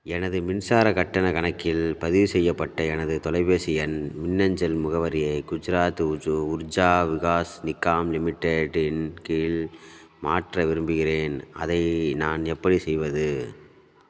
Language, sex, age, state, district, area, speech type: Tamil, male, 30-45, Tamil Nadu, Thanjavur, rural, read